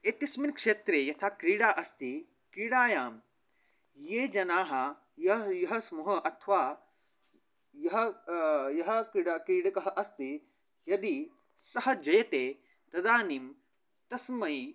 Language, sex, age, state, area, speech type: Sanskrit, male, 18-30, Haryana, rural, spontaneous